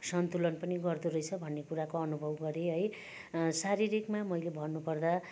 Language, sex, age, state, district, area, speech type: Nepali, female, 60+, West Bengal, Darjeeling, rural, spontaneous